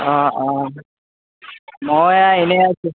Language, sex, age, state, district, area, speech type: Assamese, male, 18-30, Assam, Lakhimpur, rural, conversation